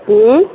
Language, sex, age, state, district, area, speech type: Odia, female, 45-60, Odisha, Angul, rural, conversation